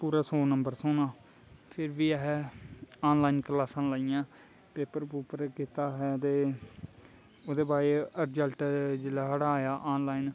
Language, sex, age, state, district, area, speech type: Dogri, male, 18-30, Jammu and Kashmir, Kathua, rural, spontaneous